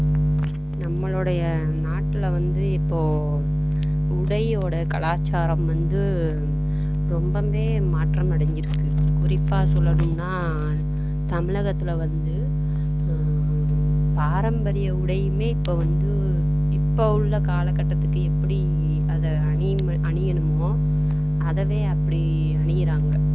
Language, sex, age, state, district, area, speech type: Tamil, female, 45-60, Tamil Nadu, Mayiladuthurai, urban, spontaneous